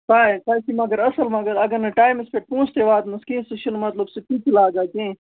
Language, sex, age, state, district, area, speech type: Kashmiri, male, 18-30, Jammu and Kashmir, Baramulla, rural, conversation